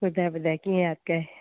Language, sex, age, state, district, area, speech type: Sindhi, female, 30-45, Gujarat, Surat, urban, conversation